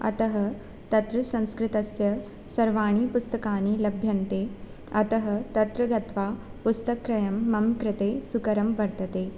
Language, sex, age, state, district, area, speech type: Sanskrit, female, 18-30, Rajasthan, Jaipur, urban, spontaneous